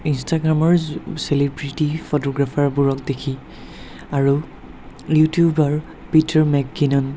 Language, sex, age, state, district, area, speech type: Assamese, male, 60+, Assam, Darrang, rural, spontaneous